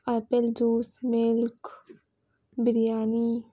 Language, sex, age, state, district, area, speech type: Urdu, female, 18-30, West Bengal, Kolkata, urban, spontaneous